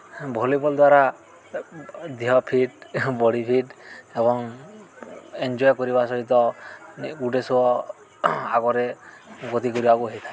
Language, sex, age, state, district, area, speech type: Odia, male, 18-30, Odisha, Balangir, urban, spontaneous